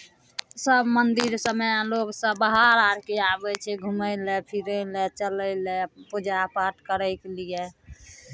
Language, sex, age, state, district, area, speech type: Maithili, female, 45-60, Bihar, Madhepura, urban, spontaneous